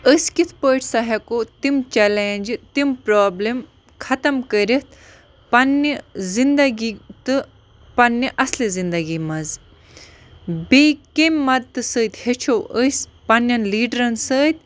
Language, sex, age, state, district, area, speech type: Kashmiri, other, 18-30, Jammu and Kashmir, Baramulla, rural, spontaneous